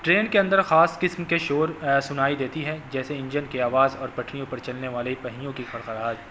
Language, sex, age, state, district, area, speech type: Urdu, male, 18-30, Uttar Pradesh, Azamgarh, urban, spontaneous